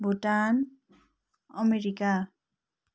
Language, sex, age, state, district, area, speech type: Nepali, female, 45-60, West Bengal, Darjeeling, rural, spontaneous